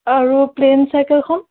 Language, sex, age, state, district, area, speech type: Assamese, female, 18-30, Assam, Sonitpur, rural, conversation